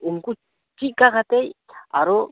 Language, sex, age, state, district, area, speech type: Santali, male, 18-30, West Bengal, Birbhum, rural, conversation